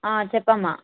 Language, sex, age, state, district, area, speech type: Telugu, female, 18-30, Telangana, Hyderabad, rural, conversation